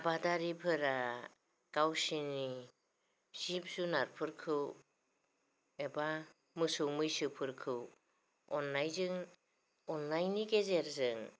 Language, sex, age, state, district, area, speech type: Bodo, female, 45-60, Assam, Kokrajhar, rural, spontaneous